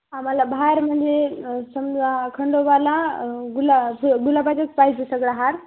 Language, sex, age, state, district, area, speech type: Marathi, female, 18-30, Maharashtra, Hingoli, urban, conversation